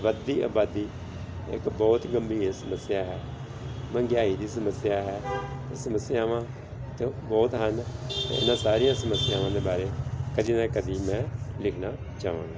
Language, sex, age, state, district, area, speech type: Punjabi, male, 45-60, Punjab, Gurdaspur, urban, spontaneous